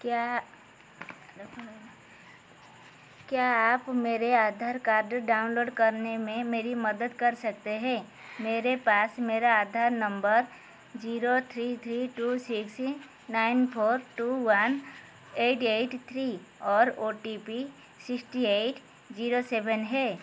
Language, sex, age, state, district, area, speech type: Hindi, female, 45-60, Madhya Pradesh, Chhindwara, rural, read